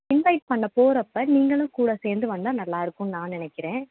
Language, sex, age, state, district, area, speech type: Tamil, female, 18-30, Tamil Nadu, Tiruvallur, urban, conversation